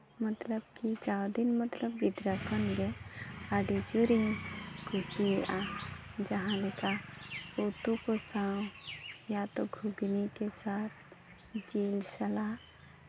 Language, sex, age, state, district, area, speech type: Santali, female, 30-45, Jharkhand, Seraikela Kharsawan, rural, spontaneous